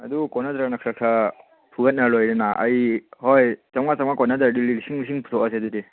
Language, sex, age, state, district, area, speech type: Manipuri, male, 18-30, Manipur, Chandel, rural, conversation